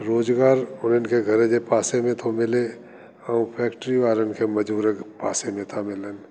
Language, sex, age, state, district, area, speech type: Sindhi, male, 60+, Delhi, South Delhi, urban, spontaneous